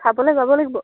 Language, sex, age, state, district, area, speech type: Assamese, female, 45-60, Assam, Dhemaji, rural, conversation